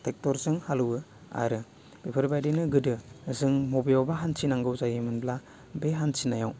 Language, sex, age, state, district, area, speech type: Bodo, male, 18-30, Assam, Baksa, rural, spontaneous